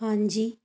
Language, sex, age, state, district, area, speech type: Punjabi, female, 45-60, Punjab, Fazilka, rural, spontaneous